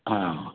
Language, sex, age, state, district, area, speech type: Kannada, male, 60+, Karnataka, Koppal, rural, conversation